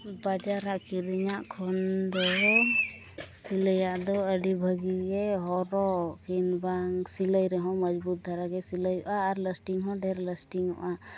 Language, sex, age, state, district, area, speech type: Santali, female, 30-45, Jharkhand, East Singhbhum, rural, spontaneous